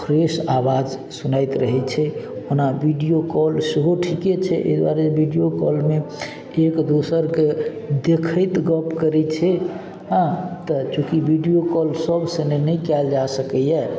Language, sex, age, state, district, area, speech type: Maithili, male, 45-60, Bihar, Madhubani, rural, spontaneous